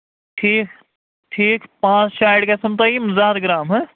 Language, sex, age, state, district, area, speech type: Kashmiri, male, 45-60, Jammu and Kashmir, Baramulla, rural, conversation